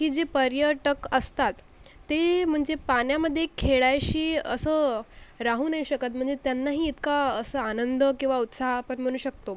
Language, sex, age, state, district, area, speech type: Marathi, female, 45-60, Maharashtra, Akola, rural, spontaneous